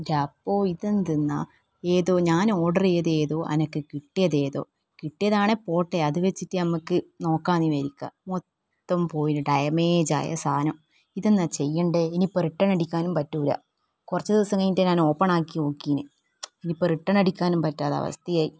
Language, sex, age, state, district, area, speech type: Malayalam, female, 18-30, Kerala, Kannur, rural, spontaneous